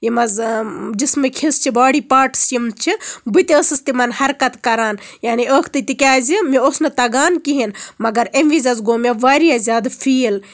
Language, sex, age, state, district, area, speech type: Kashmiri, female, 30-45, Jammu and Kashmir, Baramulla, rural, spontaneous